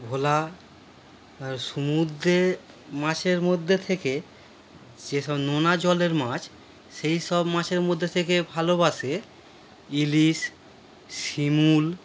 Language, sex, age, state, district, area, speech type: Bengali, male, 30-45, West Bengal, Howrah, urban, spontaneous